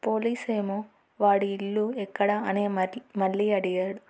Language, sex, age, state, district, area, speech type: Telugu, female, 18-30, Andhra Pradesh, Nandyal, urban, spontaneous